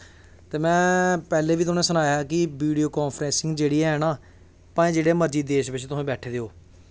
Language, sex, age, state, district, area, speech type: Dogri, male, 18-30, Jammu and Kashmir, Samba, rural, spontaneous